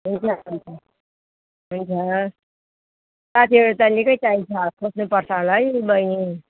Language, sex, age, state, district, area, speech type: Nepali, female, 60+, West Bengal, Jalpaiguri, rural, conversation